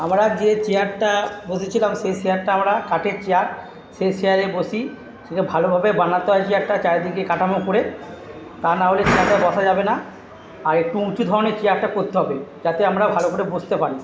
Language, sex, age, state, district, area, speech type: Bengali, male, 45-60, West Bengal, Purba Bardhaman, urban, spontaneous